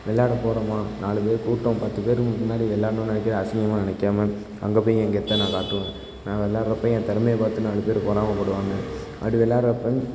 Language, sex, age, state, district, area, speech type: Tamil, male, 18-30, Tamil Nadu, Thanjavur, rural, spontaneous